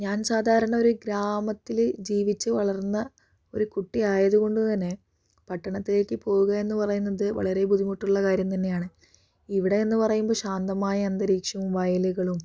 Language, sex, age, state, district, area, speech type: Malayalam, female, 18-30, Kerala, Palakkad, rural, spontaneous